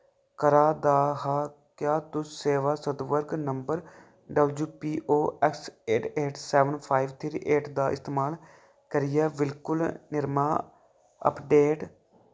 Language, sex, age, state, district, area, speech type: Dogri, male, 18-30, Jammu and Kashmir, Kathua, rural, read